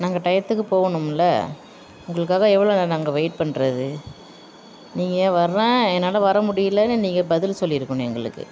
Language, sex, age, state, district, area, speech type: Tamil, female, 18-30, Tamil Nadu, Thanjavur, rural, spontaneous